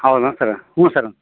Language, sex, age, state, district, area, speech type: Kannada, male, 30-45, Karnataka, Dharwad, rural, conversation